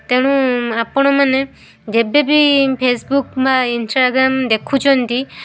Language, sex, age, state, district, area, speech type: Odia, female, 18-30, Odisha, Balasore, rural, spontaneous